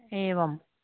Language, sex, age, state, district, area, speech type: Sanskrit, female, 60+, Karnataka, Uttara Kannada, urban, conversation